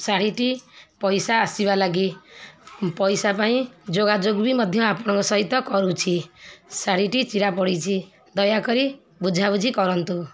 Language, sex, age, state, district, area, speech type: Odia, female, 60+, Odisha, Kendrapara, urban, spontaneous